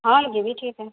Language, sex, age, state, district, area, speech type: Urdu, female, 30-45, Uttar Pradesh, Mau, urban, conversation